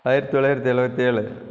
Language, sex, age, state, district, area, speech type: Tamil, male, 45-60, Tamil Nadu, Krishnagiri, rural, spontaneous